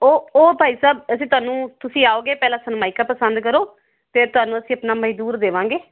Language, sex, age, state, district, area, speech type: Punjabi, female, 45-60, Punjab, Fazilka, rural, conversation